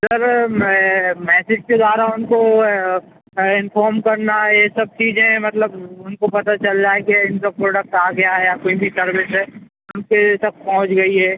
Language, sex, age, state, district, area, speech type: Hindi, male, 18-30, Madhya Pradesh, Hoshangabad, urban, conversation